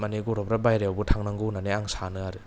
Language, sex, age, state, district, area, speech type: Bodo, male, 18-30, Assam, Kokrajhar, urban, spontaneous